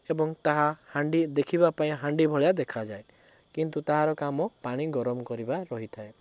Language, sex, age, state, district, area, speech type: Odia, male, 18-30, Odisha, Cuttack, urban, spontaneous